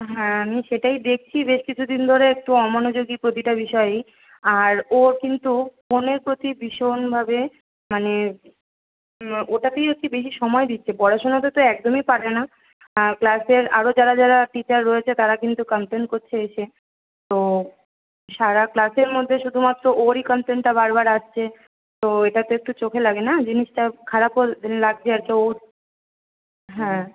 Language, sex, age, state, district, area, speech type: Bengali, female, 18-30, West Bengal, Kolkata, urban, conversation